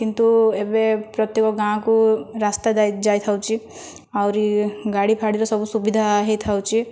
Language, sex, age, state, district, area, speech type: Odia, female, 30-45, Odisha, Kandhamal, rural, spontaneous